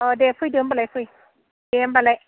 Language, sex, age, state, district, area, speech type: Bodo, female, 45-60, Assam, Udalguri, rural, conversation